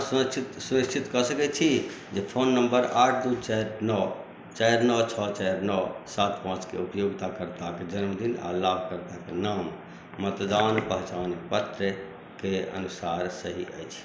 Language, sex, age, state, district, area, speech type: Maithili, male, 45-60, Bihar, Madhubani, urban, read